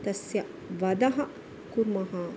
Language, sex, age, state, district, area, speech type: Sanskrit, female, 30-45, Tamil Nadu, Chennai, urban, spontaneous